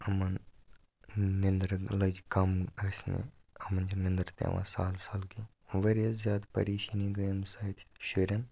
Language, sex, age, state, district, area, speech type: Kashmiri, male, 18-30, Jammu and Kashmir, Kupwara, rural, spontaneous